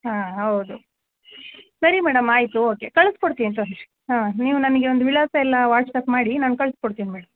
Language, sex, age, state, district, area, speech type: Kannada, female, 30-45, Karnataka, Mandya, rural, conversation